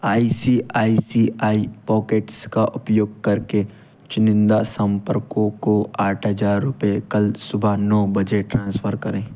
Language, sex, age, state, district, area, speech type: Hindi, male, 18-30, Madhya Pradesh, Bhopal, urban, read